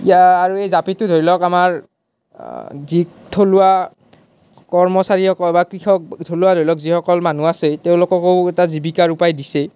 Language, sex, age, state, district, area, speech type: Assamese, male, 18-30, Assam, Nalbari, rural, spontaneous